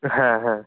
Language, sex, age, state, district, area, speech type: Bengali, male, 30-45, West Bengal, Jalpaiguri, rural, conversation